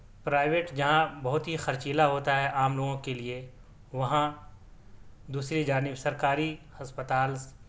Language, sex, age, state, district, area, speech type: Urdu, male, 30-45, Delhi, South Delhi, urban, spontaneous